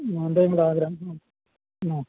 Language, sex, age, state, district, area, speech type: Malayalam, male, 60+, Kerala, Alappuzha, rural, conversation